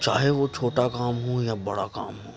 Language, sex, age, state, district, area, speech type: Urdu, male, 60+, Delhi, Central Delhi, urban, spontaneous